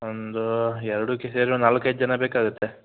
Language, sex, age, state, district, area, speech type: Kannada, male, 18-30, Karnataka, Shimoga, rural, conversation